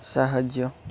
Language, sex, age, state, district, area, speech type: Odia, male, 18-30, Odisha, Malkangiri, urban, read